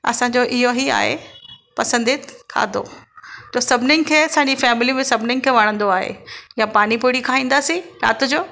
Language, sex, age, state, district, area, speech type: Sindhi, female, 45-60, Maharashtra, Mumbai Suburban, urban, spontaneous